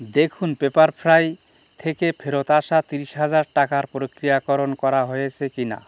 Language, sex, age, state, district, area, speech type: Bengali, male, 60+, West Bengal, North 24 Parganas, rural, read